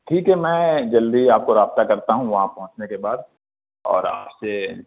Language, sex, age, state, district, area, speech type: Urdu, male, 18-30, Bihar, Purnia, rural, conversation